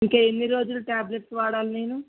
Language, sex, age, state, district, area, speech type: Telugu, male, 18-30, Telangana, Ranga Reddy, urban, conversation